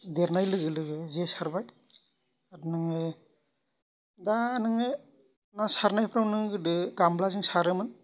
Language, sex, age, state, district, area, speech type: Bodo, male, 45-60, Assam, Kokrajhar, rural, spontaneous